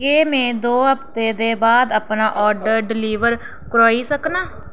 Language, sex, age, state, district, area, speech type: Dogri, female, 18-30, Jammu and Kashmir, Reasi, rural, read